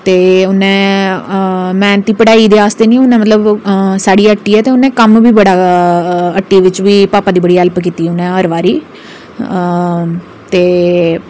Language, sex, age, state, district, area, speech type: Dogri, female, 30-45, Jammu and Kashmir, Udhampur, urban, spontaneous